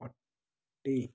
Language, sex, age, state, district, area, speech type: Odia, male, 18-30, Odisha, Ganjam, urban, spontaneous